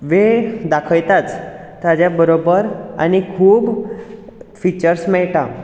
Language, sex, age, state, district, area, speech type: Goan Konkani, male, 18-30, Goa, Bardez, urban, spontaneous